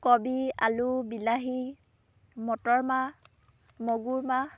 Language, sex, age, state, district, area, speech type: Assamese, female, 18-30, Assam, Dhemaji, rural, spontaneous